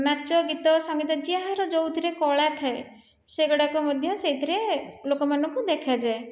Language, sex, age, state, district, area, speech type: Odia, female, 30-45, Odisha, Khordha, rural, spontaneous